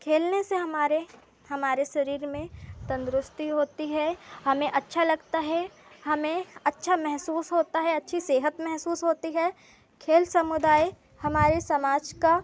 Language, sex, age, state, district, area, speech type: Hindi, female, 18-30, Madhya Pradesh, Seoni, urban, spontaneous